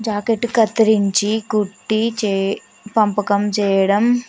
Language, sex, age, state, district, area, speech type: Telugu, female, 30-45, Telangana, Hanamkonda, rural, spontaneous